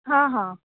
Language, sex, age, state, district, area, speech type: Marathi, female, 18-30, Maharashtra, Thane, urban, conversation